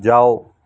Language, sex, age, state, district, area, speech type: Urdu, male, 45-60, Telangana, Hyderabad, urban, read